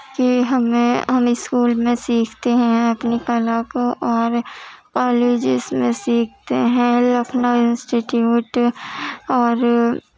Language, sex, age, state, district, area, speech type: Urdu, female, 18-30, Uttar Pradesh, Gautam Buddha Nagar, urban, spontaneous